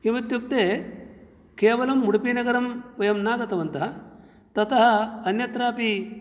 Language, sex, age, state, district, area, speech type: Sanskrit, male, 60+, Karnataka, Udupi, rural, spontaneous